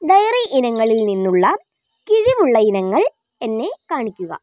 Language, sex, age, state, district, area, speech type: Malayalam, female, 18-30, Kerala, Wayanad, rural, read